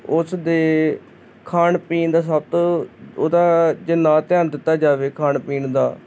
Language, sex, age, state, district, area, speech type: Punjabi, male, 30-45, Punjab, Hoshiarpur, rural, spontaneous